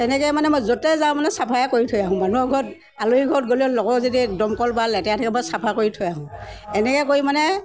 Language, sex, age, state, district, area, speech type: Assamese, female, 60+, Assam, Morigaon, rural, spontaneous